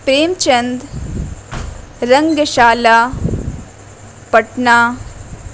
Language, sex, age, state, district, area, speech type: Urdu, female, 18-30, Bihar, Gaya, urban, spontaneous